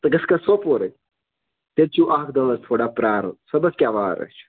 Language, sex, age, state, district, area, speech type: Kashmiri, male, 30-45, Jammu and Kashmir, Kupwara, rural, conversation